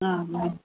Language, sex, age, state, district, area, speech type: Telugu, female, 60+, Telangana, Hyderabad, urban, conversation